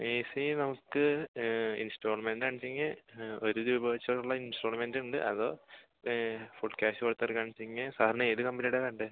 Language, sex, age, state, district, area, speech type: Malayalam, male, 18-30, Kerala, Thrissur, rural, conversation